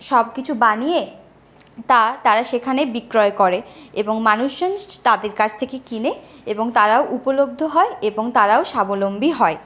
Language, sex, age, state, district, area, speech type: Bengali, female, 30-45, West Bengal, Purulia, urban, spontaneous